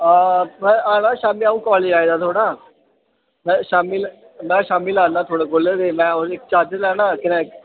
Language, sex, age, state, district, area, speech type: Dogri, male, 18-30, Jammu and Kashmir, Udhampur, urban, conversation